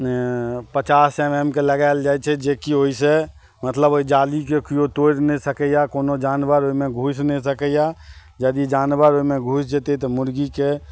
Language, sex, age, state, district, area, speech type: Maithili, male, 45-60, Bihar, Madhubani, rural, spontaneous